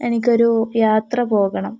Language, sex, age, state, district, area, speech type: Malayalam, female, 18-30, Kerala, Palakkad, rural, spontaneous